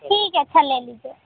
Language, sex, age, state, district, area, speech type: Hindi, female, 30-45, Uttar Pradesh, Mirzapur, rural, conversation